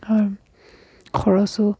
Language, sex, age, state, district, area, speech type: Assamese, female, 60+, Assam, Dibrugarh, rural, spontaneous